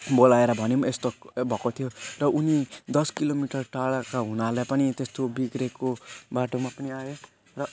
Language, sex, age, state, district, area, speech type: Nepali, male, 18-30, West Bengal, Jalpaiguri, rural, spontaneous